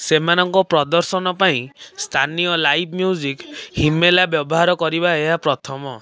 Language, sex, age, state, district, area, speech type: Odia, male, 18-30, Odisha, Cuttack, urban, read